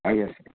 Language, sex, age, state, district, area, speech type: Odia, male, 45-60, Odisha, Kendrapara, urban, conversation